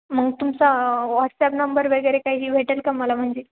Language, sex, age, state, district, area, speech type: Marathi, female, 18-30, Maharashtra, Ahmednagar, rural, conversation